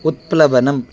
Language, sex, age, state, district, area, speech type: Sanskrit, male, 30-45, Kerala, Kasaragod, rural, read